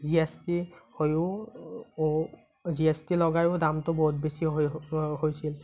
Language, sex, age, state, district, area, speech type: Assamese, male, 30-45, Assam, Morigaon, rural, spontaneous